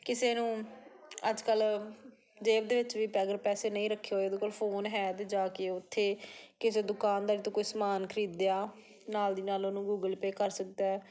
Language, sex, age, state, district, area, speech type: Punjabi, female, 30-45, Punjab, Patiala, rural, spontaneous